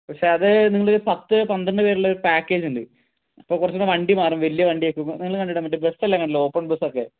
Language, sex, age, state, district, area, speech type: Malayalam, male, 18-30, Kerala, Wayanad, rural, conversation